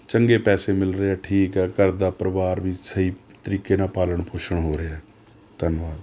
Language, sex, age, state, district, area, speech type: Punjabi, male, 30-45, Punjab, Rupnagar, rural, spontaneous